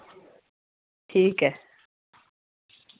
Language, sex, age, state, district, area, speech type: Dogri, female, 45-60, Jammu and Kashmir, Samba, rural, conversation